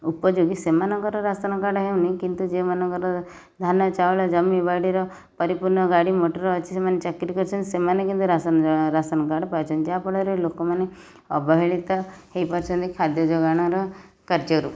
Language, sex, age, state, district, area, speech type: Odia, female, 30-45, Odisha, Nayagarh, rural, spontaneous